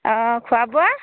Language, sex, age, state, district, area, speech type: Assamese, female, 30-45, Assam, Charaideo, rural, conversation